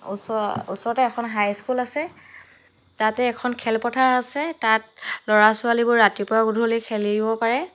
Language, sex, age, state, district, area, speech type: Assamese, female, 30-45, Assam, Dhemaji, rural, spontaneous